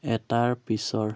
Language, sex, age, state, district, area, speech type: Assamese, male, 18-30, Assam, Biswanath, rural, read